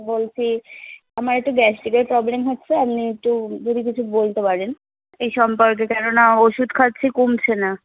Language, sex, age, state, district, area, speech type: Bengali, female, 18-30, West Bengal, Darjeeling, rural, conversation